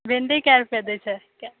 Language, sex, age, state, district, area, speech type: Maithili, female, 45-60, Bihar, Saharsa, rural, conversation